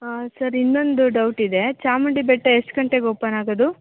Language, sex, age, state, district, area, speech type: Kannada, female, 18-30, Karnataka, Mandya, rural, conversation